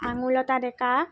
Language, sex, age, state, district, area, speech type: Assamese, female, 18-30, Assam, Tinsukia, rural, spontaneous